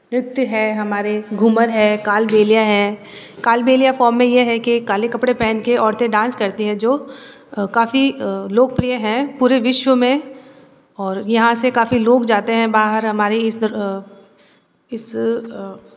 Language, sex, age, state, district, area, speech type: Hindi, female, 30-45, Rajasthan, Jodhpur, urban, spontaneous